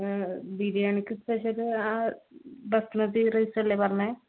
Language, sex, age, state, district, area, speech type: Malayalam, female, 18-30, Kerala, Palakkad, rural, conversation